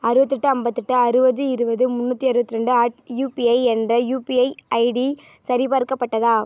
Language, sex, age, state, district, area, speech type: Tamil, female, 18-30, Tamil Nadu, Ariyalur, rural, read